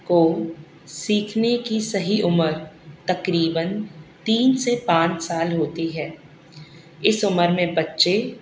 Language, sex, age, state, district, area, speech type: Urdu, female, 30-45, Delhi, South Delhi, urban, spontaneous